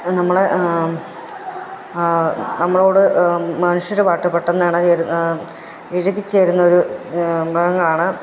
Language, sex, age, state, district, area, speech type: Malayalam, female, 30-45, Kerala, Pathanamthitta, rural, spontaneous